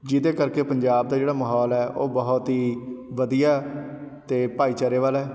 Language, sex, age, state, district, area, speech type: Punjabi, male, 30-45, Punjab, Patiala, urban, spontaneous